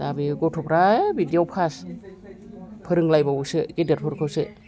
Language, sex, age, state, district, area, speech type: Bodo, female, 60+, Assam, Udalguri, rural, spontaneous